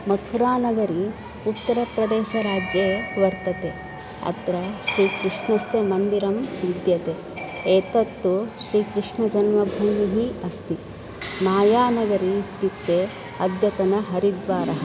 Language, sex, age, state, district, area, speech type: Sanskrit, female, 45-60, Karnataka, Bangalore Urban, urban, spontaneous